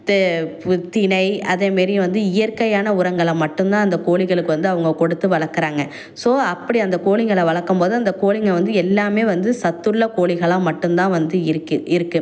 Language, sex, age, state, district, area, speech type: Tamil, female, 18-30, Tamil Nadu, Tiruvallur, rural, spontaneous